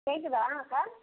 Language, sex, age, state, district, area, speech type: Tamil, female, 30-45, Tamil Nadu, Tirupattur, rural, conversation